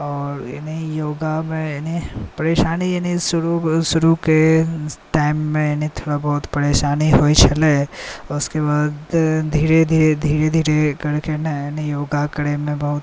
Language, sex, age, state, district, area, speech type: Maithili, male, 18-30, Bihar, Saharsa, rural, spontaneous